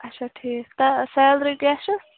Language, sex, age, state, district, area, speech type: Kashmiri, female, 18-30, Jammu and Kashmir, Bandipora, rural, conversation